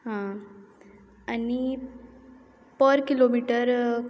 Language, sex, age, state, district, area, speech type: Goan Konkani, female, 18-30, Goa, Quepem, rural, spontaneous